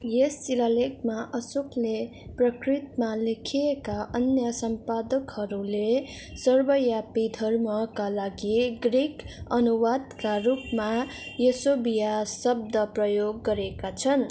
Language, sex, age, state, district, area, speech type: Nepali, female, 18-30, West Bengal, Darjeeling, rural, read